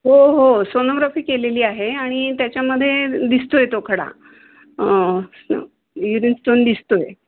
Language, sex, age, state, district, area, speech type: Marathi, female, 60+, Maharashtra, Kolhapur, urban, conversation